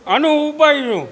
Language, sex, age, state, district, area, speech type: Gujarati, male, 60+, Gujarat, Junagadh, rural, spontaneous